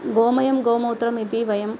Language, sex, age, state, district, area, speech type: Sanskrit, female, 45-60, Tamil Nadu, Coimbatore, urban, spontaneous